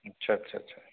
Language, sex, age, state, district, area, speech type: Hindi, male, 45-60, Madhya Pradesh, Betul, urban, conversation